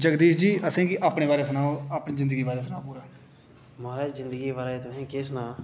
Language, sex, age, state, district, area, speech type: Dogri, male, 18-30, Jammu and Kashmir, Reasi, urban, spontaneous